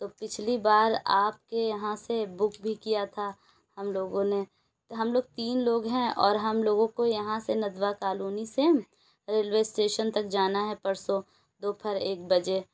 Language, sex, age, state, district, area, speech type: Urdu, female, 18-30, Uttar Pradesh, Lucknow, urban, spontaneous